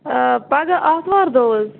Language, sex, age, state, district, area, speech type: Kashmiri, female, 18-30, Jammu and Kashmir, Bandipora, rural, conversation